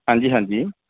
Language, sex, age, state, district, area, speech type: Punjabi, male, 30-45, Punjab, Mansa, urban, conversation